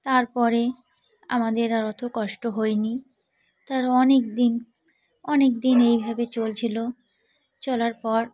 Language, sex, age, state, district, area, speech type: Bengali, female, 30-45, West Bengal, Cooch Behar, urban, spontaneous